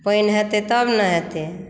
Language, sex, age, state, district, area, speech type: Maithili, female, 60+, Bihar, Madhubani, rural, spontaneous